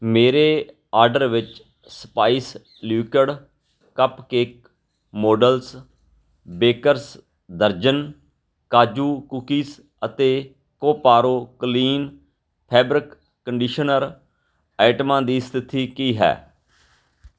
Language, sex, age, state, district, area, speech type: Punjabi, male, 45-60, Punjab, Fatehgarh Sahib, urban, read